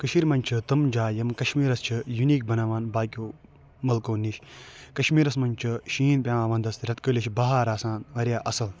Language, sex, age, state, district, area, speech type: Kashmiri, male, 45-60, Jammu and Kashmir, Budgam, urban, spontaneous